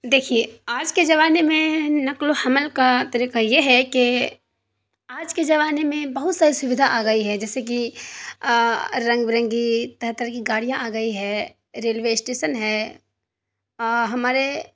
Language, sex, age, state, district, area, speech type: Urdu, female, 30-45, Bihar, Darbhanga, rural, spontaneous